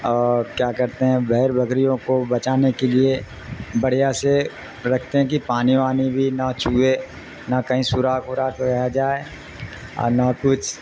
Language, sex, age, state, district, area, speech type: Urdu, male, 60+, Bihar, Darbhanga, rural, spontaneous